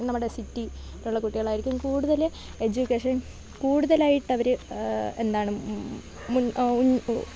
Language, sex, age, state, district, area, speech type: Malayalam, female, 18-30, Kerala, Thiruvananthapuram, rural, spontaneous